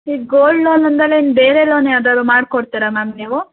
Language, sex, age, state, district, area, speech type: Kannada, female, 18-30, Karnataka, Hassan, urban, conversation